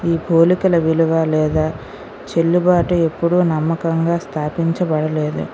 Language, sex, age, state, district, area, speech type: Telugu, female, 60+, Andhra Pradesh, Vizianagaram, rural, spontaneous